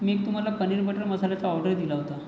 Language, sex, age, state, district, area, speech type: Marathi, male, 30-45, Maharashtra, Nagpur, urban, spontaneous